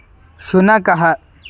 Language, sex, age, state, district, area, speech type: Sanskrit, male, 18-30, Karnataka, Haveri, rural, read